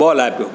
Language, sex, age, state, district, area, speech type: Gujarati, male, 60+, Gujarat, Rajkot, urban, spontaneous